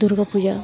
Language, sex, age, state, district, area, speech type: Bengali, female, 18-30, West Bengal, Dakshin Dinajpur, urban, spontaneous